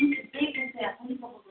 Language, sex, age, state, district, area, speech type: Assamese, female, 60+, Assam, Dibrugarh, rural, conversation